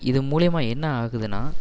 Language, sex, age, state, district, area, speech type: Tamil, male, 18-30, Tamil Nadu, Perambalur, urban, spontaneous